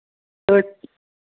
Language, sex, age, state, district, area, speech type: Kashmiri, male, 30-45, Jammu and Kashmir, Srinagar, urban, conversation